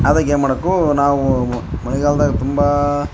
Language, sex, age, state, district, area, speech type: Kannada, male, 30-45, Karnataka, Vijayanagara, rural, spontaneous